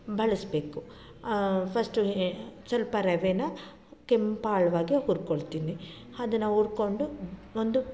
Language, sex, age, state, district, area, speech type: Kannada, female, 45-60, Karnataka, Mandya, rural, spontaneous